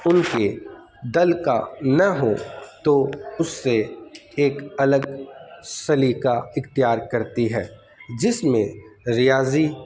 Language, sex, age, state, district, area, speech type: Urdu, male, 30-45, Delhi, North East Delhi, urban, spontaneous